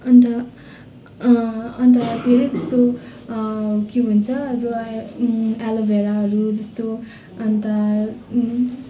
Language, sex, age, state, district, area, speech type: Nepali, female, 30-45, West Bengal, Darjeeling, rural, spontaneous